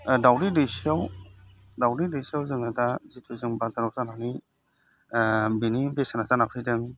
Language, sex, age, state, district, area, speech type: Bodo, male, 30-45, Assam, Udalguri, urban, spontaneous